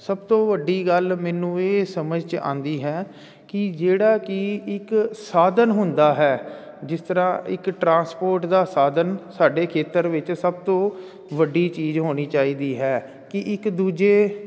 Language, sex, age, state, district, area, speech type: Punjabi, male, 45-60, Punjab, Jalandhar, urban, spontaneous